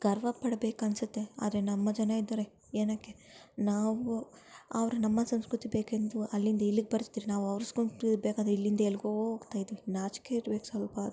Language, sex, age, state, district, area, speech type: Kannada, female, 18-30, Karnataka, Kolar, rural, spontaneous